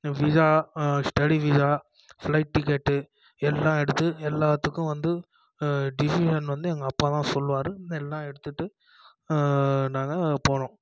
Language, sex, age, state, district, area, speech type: Tamil, male, 18-30, Tamil Nadu, Krishnagiri, rural, spontaneous